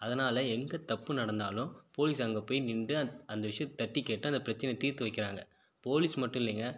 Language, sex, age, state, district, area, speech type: Tamil, male, 18-30, Tamil Nadu, Viluppuram, urban, spontaneous